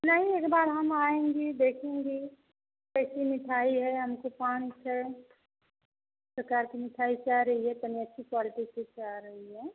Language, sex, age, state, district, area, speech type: Hindi, female, 30-45, Uttar Pradesh, Azamgarh, rural, conversation